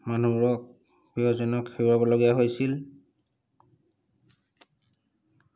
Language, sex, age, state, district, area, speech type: Assamese, male, 30-45, Assam, Lakhimpur, rural, spontaneous